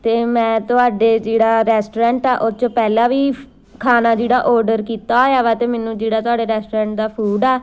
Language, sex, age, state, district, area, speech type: Punjabi, female, 30-45, Punjab, Amritsar, urban, spontaneous